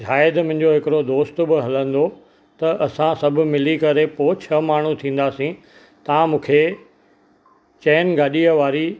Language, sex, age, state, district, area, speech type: Sindhi, male, 45-60, Maharashtra, Thane, urban, spontaneous